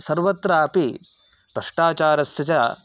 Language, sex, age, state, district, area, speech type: Sanskrit, male, 30-45, Karnataka, Chikkamagaluru, rural, spontaneous